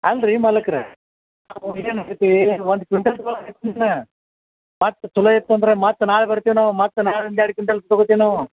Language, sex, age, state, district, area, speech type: Kannada, male, 45-60, Karnataka, Dharwad, urban, conversation